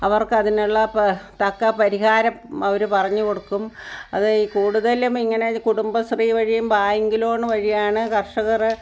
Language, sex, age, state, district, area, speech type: Malayalam, female, 60+, Kerala, Kottayam, rural, spontaneous